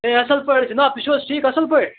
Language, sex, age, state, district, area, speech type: Kashmiri, male, 18-30, Jammu and Kashmir, Kupwara, rural, conversation